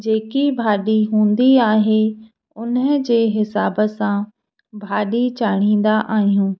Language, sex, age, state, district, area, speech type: Sindhi, female, 30-45, Madhya Pradesh, Katni, rural, spontaneous